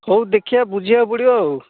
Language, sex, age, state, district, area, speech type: Odia, male, 45-60, Odisha, Gajapati, rural, conversation